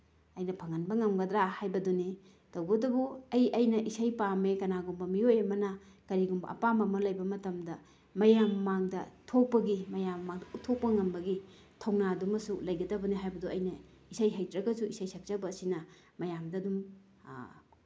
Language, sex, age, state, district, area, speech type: Manipuri, female, 30-45, Manipur, Bishnupur, rural, spontaneous